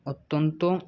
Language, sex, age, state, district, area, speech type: Bengali, male, 18-30, West Bengal, Paschim Bardhaman, rural, spontaneous